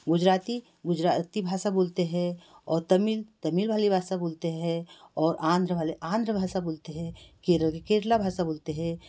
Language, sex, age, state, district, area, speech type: Hindi, female, 60+, Madhya Pradesh, Betul, urban, spontaneous